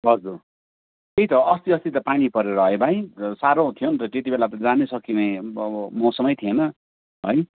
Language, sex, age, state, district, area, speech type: Nepali, male, 30-45, West Bengal, Darjeeling, rural, conversation